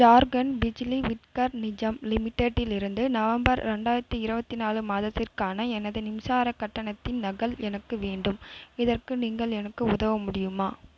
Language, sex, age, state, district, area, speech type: Tamil, female, 18-30, Tamil Nadu, Vellore, urban, read